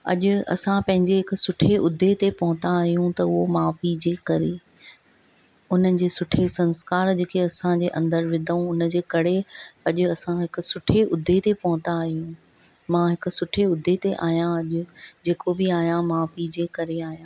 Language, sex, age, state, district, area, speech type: Sindhi, female, 45-60, Maharashtra, Thane, urban, spontaneous